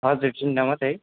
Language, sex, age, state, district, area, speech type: Nepali, male, 30-45, West Bengal, Jalpaiguri, rural, conversation